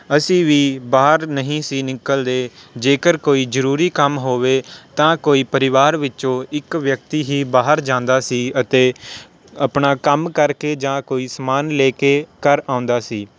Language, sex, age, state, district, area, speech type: Punjabi, male, 18-30, Punjab, Rupnagar, urban, spontaneous